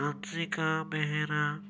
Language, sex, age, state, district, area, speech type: Odia, male, 18-30, Odisha, Cuttack, urban, spontaneous